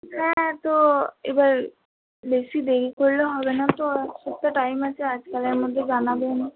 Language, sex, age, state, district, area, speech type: Bengali, female, 18-30, West Bengal, Purba Bardhaman, urban, conversation